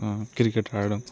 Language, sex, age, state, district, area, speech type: Telugu, male, 18-30, Telangana, Peddapalli, rural, spontaneous